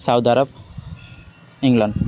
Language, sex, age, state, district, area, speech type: Odia, male, 18-30, Odisha, Ganjam, urban, spontaneous